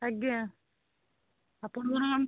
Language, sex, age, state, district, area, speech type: Odia, female, 60+, Odisha, Jharsuguda, rural, conversation